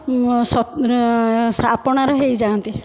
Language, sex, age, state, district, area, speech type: Odia, female, 30-45, Odisha, Dhenkanal, rural, spontaneous